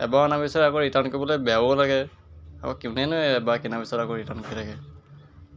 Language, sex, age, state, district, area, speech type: Assamese, male, 18-30, Assam, Jorhat, urban, spontaneous